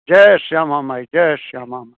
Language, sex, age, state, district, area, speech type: Maithili, male, 30-45, Bihar, Madhubani, urban, conversation